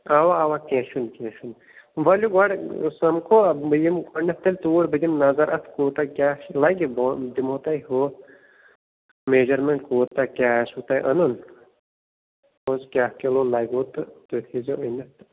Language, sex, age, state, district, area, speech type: Kashmiri, male, 30-45, Jammu and Kashmir, Baramulla, rural, conversation